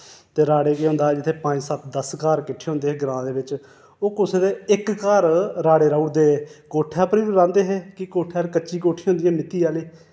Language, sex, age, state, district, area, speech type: Dogri, male, 30-45, Jammu and Kashmir, Reasi, urban, spontaneous